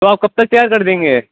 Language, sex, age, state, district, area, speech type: Urdu, male, 18-30, Uttar Pradesh, Rampur, urban, conversation